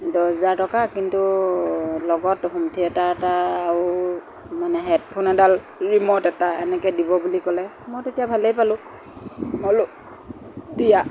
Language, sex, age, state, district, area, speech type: Assamese, female, 45-60, Assam, Lakhimpur, rural, spontaneous